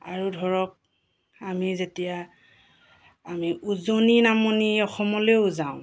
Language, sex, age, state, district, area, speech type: Assamese, female, 45-60, Assam, Golaghat, rural, spontaneous